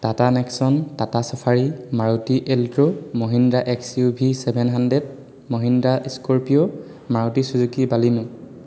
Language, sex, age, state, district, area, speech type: Assamese, male, 18-30, Assam, Sivasagar, urban, spontaneous